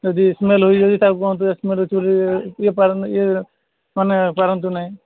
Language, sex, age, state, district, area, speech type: Odia, male, 30-45, Odisha, Sambalpur, rural, conversation